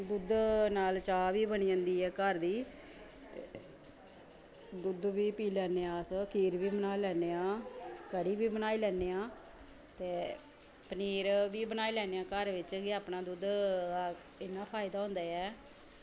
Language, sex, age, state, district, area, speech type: Dogri, female, 30-45, Jammu and Kashmir, Samba, rural, spontaneous